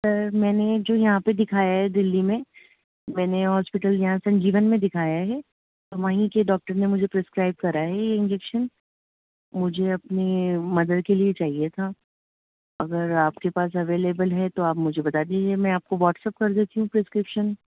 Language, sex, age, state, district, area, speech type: Urdu, female, 30-45, Delhi, North East Delhi, urban, conversation